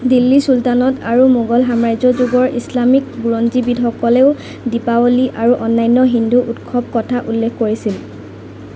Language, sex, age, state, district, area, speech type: Assamese, female, 18-30, Assam, Sivasagar, urban, read